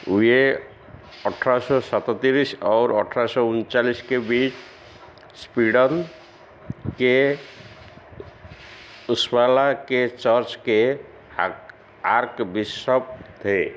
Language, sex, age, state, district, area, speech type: Hindi, male, 45-60, Madhya Pradesh, Chhindwara, rural, read